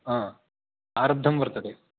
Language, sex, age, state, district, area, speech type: Sanskrit, male, 18-30, Karnataka, Uttara Kannada, rural, conversation